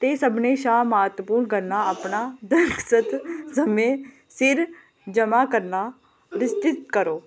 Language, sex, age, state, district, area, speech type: Dogri, female, 18-30, Jammu and Kashmir, Reasi, rural, read